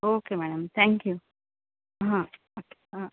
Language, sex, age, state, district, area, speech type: Marathi, female, 30-45, Maharashtra, Buldhana, urban, conversation